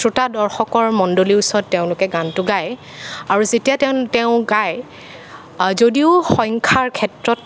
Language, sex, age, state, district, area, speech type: Assamese, female, 18-30, Assam, Nagaon, rural, spontaneous